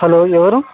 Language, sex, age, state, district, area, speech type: Telugu, male, 30-45, Telangana, Hyderabad, urban, conversation